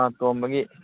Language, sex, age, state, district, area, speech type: Manipuri, male, 30-45, Manipur, Kakching, rural, conversation